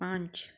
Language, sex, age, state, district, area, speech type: Hindi, female, 45-60, Madhya Pradesh, Ujjain, rural, read